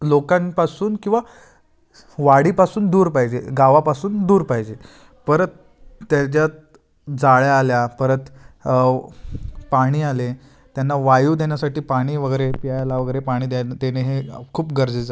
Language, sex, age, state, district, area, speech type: Marathi, male, 18-30, Maharashtra, Ratnagiri, rural, spontaneous